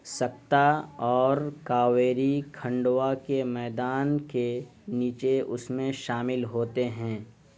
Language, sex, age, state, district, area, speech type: Urdu, male, 30-45, Bihar, Purnia, rural, read